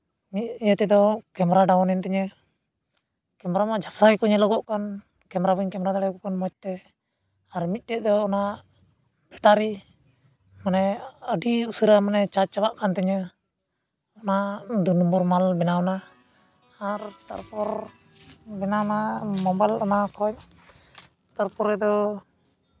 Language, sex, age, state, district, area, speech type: Santali, male, 18-30, West Bengal, Uttar Dinajpur, rural, spontaneous